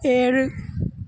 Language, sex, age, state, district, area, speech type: Malayalam, male, 18-30, Kerala, Kasaragod, rural, read